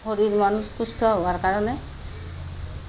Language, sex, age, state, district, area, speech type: Assamese, female, 45-60, Assam, Kamrup Metropolitan, urban, spontaneous